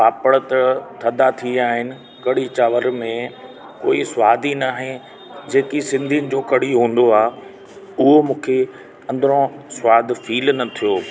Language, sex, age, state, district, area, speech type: Sindhi, male, 30-45, Delhi, South Delhi, urban, spontaneous